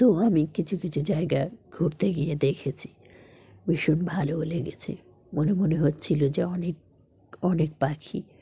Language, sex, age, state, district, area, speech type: Bengali, female, 45-60, West Bengal, Dakshin Dinajpur, urban, spontaneous